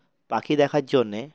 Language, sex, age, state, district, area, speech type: Bengali, male, 18-30, West Bengal, Uttar Dinajpur, urban, spontaneous